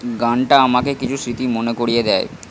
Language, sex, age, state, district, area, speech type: Bengali, male, 45-60, West Bengal, Purba Bardhaman, rural, read